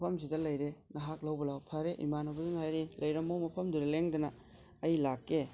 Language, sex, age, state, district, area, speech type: Manipuri, male, 45-60, Manipur, Tengnoupal, rural, spontaneous